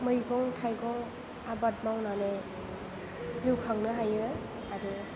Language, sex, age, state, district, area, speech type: Bodo, female, 18-30, Assam, Chirang, urban, spontaneous